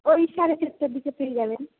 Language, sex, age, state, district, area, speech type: Bengali, female, 18-30, West Bengal, Murshidabad, rural, conversation